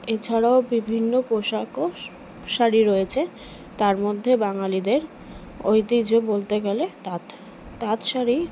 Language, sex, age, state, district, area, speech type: Bengali, female, 30-45, West Bengal, Kolkata, urban, spontaneous